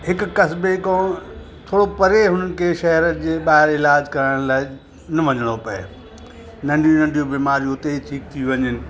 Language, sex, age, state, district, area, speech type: Sindhi, male, 45-60, Uttar Pradesh, Lucknow, rural, spontaneous